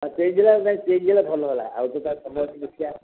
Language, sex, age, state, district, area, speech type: Odia, male, 60+, Odisha, Gajapati, rural, conversation